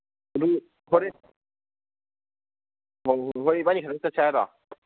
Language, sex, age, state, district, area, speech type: Manipuri, male, 18-30, Manipur, Kangpokpi, urban, conversation